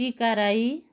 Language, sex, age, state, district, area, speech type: Nepali, female, 60+, West Bengal, Kalimpong, rural, spontaneous